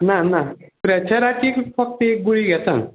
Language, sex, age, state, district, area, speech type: Goan Konkani, male, 60+, Goa, Salcete, rural, conversation